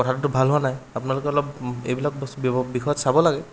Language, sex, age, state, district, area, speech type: Assamese, male, 18-30, Assam, Sonitpur, rural, spontaneous